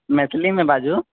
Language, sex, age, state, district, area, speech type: Maithili, male, 18-30, Bihar, Purnia, urban, conversation